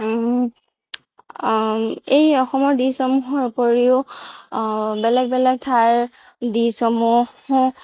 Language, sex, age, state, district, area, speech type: Assamese, female, 30-45, Assam, Morigaon, rural, spontaneous